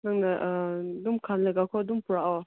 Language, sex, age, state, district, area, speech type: Manipuri, female, 18-30, Manipur, Kangpokpi, rural, conversation